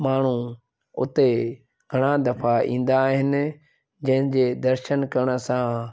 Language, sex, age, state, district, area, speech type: Sindhi, male, 45-60, Gujarat, Junagadh, rural, spontaneous